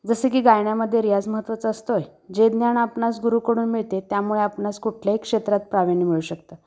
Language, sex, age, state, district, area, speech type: Marathi, female, 30-45, Maharashtra, Kolhapur, urban, spontaneous